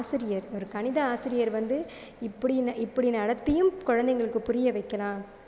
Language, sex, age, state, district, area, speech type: Tamil, female, 30-45, Tamil Nadu, Sivaganga, rural, spontaneous